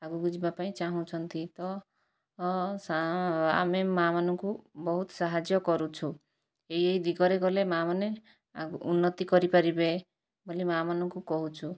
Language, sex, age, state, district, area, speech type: Odia, female, 45-60, Odisha, Kandhamal, rural, spontaneous